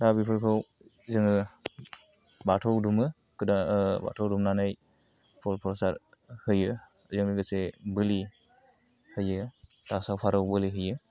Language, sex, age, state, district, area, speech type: Bodo, male, 18-30, Assam, Kokrajhar, rural, spontaneous